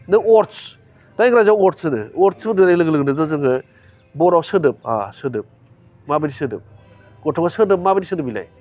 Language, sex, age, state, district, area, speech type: Bodo, male, 45-60, Assam, Baksa, urban, spontaneous